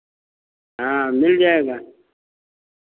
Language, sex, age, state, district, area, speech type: Hindi, male, 60+, Uttar Pradesh, Lucknow, rural, conversation